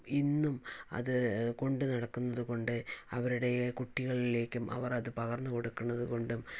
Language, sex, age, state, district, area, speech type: Malayalam, female, 60+, Kerala, Palakkad, rural, spontaneous